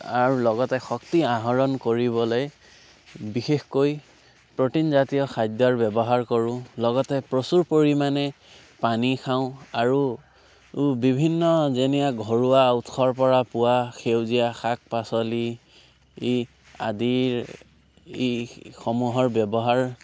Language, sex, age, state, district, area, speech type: Assamese, male, 18-30, Assam, Biswanath, rural, spontaneous